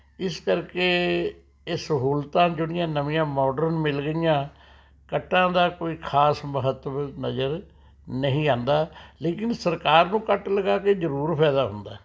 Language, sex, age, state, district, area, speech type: Punjabi, male, 60+, Punjab, Rupnagar, urban, spontaneous